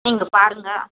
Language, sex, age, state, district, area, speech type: Tamil, female, 18-30, Tamil Nadu, Tiruvallur, urban, conversation